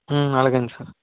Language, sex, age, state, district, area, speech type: Telugu, male, 18-30, Andhra Pradesh, Vizianagaram, rural, conversation